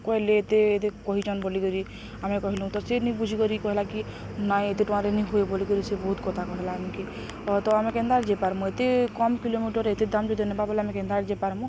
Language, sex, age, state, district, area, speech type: Odia, female, 30-45, Odisha, Balangir, urban, spontaneous